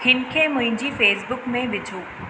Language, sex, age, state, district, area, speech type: Sindhi, female, 30-45, Madhya Pradesh, Katni, urban, read